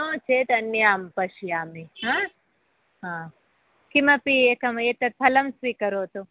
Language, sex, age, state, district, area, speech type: Sanskrit, female, 60+, Karnataka, Bangalore Urban, urban, conversation